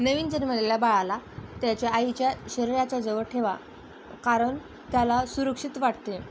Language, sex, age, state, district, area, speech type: Marathi, female, 18-30, Maharashtra, Osmanabad, rural, spontaneous